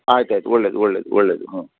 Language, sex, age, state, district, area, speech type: Kannada, male, 60+, Karnataka, Udupi, rural, conversation